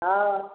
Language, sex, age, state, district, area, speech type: Hindi, female, 30-45, Bihar, Samastipur, rural, conversation